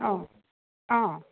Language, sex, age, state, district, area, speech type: Assamese, female, 30-45, Assam, Dhemaji, rural, conversation